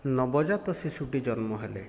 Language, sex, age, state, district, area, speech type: Odia, male, 30-45, Odisha, Kendrapara, urban, spontaneous